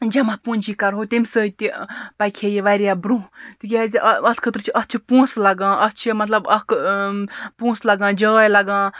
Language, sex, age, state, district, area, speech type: Kashmiri, female, 45-60, Jammu and Kashmir, Baramulla, rural, spontaneous